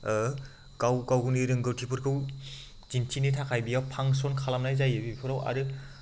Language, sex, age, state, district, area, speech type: Bodo, male, 30-45, Assam, Chirang, rural, spontaneous